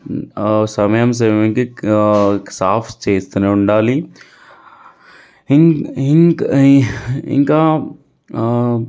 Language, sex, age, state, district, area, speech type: Telugu, male, 30-45, Telangana, Sangareddy, urban, spontaneous